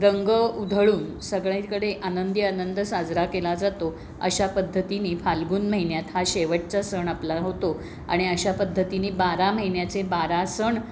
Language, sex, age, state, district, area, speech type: Marathi, female, 60+, Maharashtra, Pune, urban, spontaneous